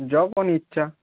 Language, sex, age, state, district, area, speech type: Bengali, male, 18-30, West Bengal, Howrah, urban, conversation